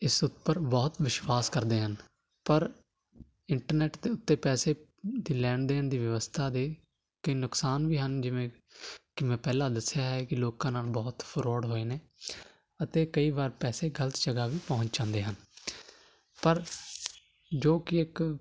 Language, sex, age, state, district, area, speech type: Punjabi, male, 18-30, Punjab, Hoshiarpur, urban, spontaneous